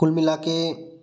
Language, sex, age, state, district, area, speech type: Hindi, male, 18-30, Uttar Pradesh, Prayagraj, rural, spontaneous